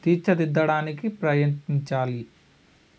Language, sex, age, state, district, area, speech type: Telugu, male, 18-30, Andhra Pradesh, Alluri Sitarama Raju, rural, spontaneous